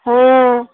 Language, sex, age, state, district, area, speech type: Bengali, female, 30-45, West Bengal, Darjeeling, urban, conversation